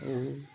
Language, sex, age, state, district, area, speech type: Odia, male, 18-30, Odisha, Bargarh, urban, spontaneous